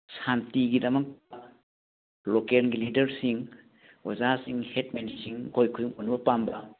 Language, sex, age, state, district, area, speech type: Manipuri, male, 60+, Manipur, Churachandpur, urban, conversation